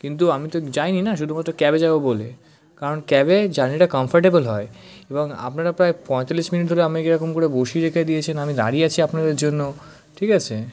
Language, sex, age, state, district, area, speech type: Bengali, male, 18-30, West Bengal, South 24 Parganas, rural, spontaneous